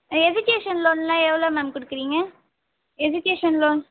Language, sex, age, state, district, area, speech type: Tamil, female, 18-30, Tamil Nadu, Vellore, urban, conversation